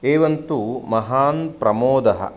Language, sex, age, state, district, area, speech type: Sanskrit, male, 30-45, Karnataka, Shimoga, rural, spontaneous